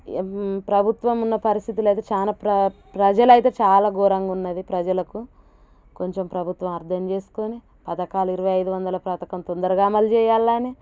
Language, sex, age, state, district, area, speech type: Telugu, female, 30-45, Telangana, Warangal, rural, spontaneous